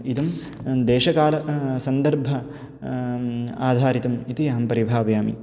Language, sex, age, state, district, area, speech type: Sanskrit, male, 18-30, Karnataka, Bangalore Urban, urban, spontaneous